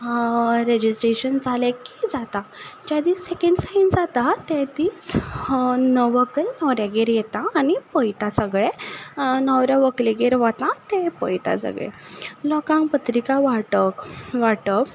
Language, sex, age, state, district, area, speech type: Goan Konkani, female, 30-45, Goa, Ponda, rural, spontaneous